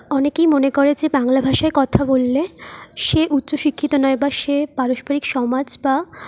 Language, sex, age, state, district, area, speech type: Bengali, female, 18-30, West Bengal, Jhargram, rural, spontaneous